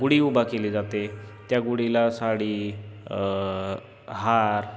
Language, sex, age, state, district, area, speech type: Marathi, male, 18-30, Maharashtra, Osmanabad, rural, spontaneous